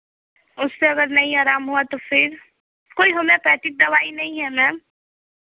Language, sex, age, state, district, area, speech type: Hindi, female, 18-30, Uttar Pradesh, Chandauli, urban, conversation